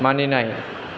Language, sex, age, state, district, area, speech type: Bodo, male, 18-30, Assam, Chirang, rural, read